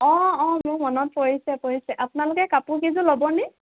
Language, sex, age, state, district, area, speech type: Assamese, female, 18-30, Assam, Lakhimpur, rural, conversation